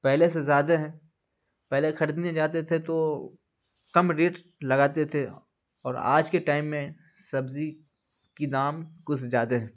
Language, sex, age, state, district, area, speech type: Urdu, male, 30-45, Bihar, Khagaria, rural, spontaneous